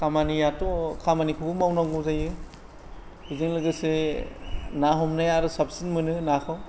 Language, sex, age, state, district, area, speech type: Bodo, male, 60+, Assam, Kokrajhar, rural, spontaneous